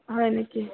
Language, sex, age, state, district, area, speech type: Assamese, female, 45-60, Assam, Barpeta, rural, conversation